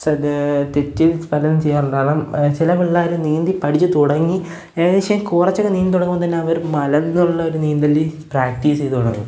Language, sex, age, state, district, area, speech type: Malayalam, male, 18-30, Kerala, Kollam, rural, spontaneous